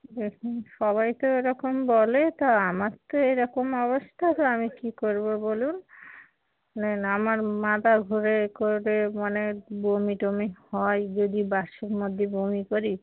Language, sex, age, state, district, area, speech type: Bengali, female, 45-60, West Bengal, Darjeeling, urban, conversation